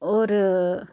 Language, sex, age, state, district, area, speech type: Dogri, female, 45-60, Jammu and Kashmir, Udhampur, rural, spontaneous